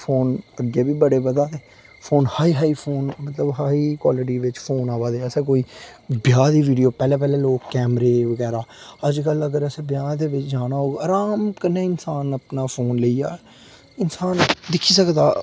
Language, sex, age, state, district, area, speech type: Dogri, male, 18-30, Jammu and Kashmir, Udhampur, rural, spontaneous